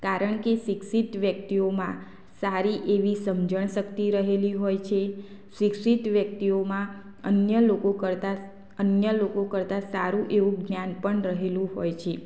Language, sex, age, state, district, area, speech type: Gujarati, female, 30-45, Gujarat, Anand, rural, spontaneous